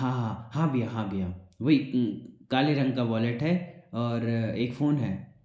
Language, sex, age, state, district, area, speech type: Hindi, male, 45-60, Madhya Pradesh, Bhopal, urban, spontaneous